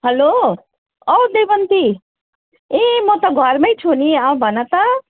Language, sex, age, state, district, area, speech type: Nepali, female, 45-60, West Bengal, Jalpaiguri, rural, conversation